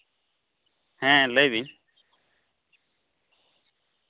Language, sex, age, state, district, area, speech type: Santali, male, 30-45, Jharkhand, East Singhbhum, rural, conversation